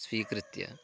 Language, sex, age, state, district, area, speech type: Sanskrit, male, 30-45, Karnataka, Uttara Kannada, rural, spontaneous